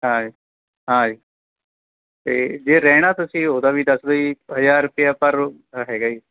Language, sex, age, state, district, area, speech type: Punjabi, male, 30-45, Punjab, Mansa, rural, conversation